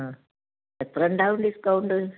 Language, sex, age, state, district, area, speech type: Malayalam, female, 60+, Kerala, Kozhikode, rural, conversation